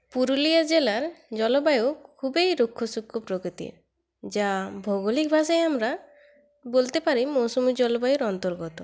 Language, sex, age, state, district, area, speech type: Bengali, female, 18-30, West Bengal, Purulia, rural, spontaneous